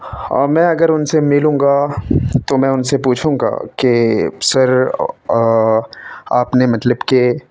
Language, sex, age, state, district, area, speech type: Urdu, male, 18-30, Delhi, North West Delhi, urban, spontaneous